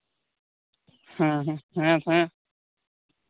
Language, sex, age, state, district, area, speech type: Santali, male, 18-30, West Bengal, Birbhum, rural, conversation